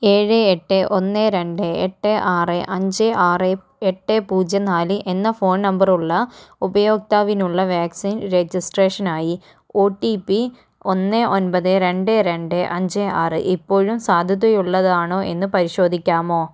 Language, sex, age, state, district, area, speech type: Malayalam, female, 45-60, Kerala, Kozhikode, urban, read